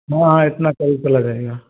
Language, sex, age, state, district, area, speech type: Hindi, male, 30-45, Uttar Pradesh, Ayodhya, rural, conversation